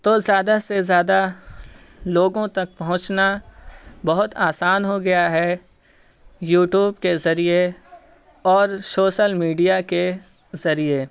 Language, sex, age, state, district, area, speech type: Urdu, male, 18-30, Bihar, Purnia, rural, spontaneous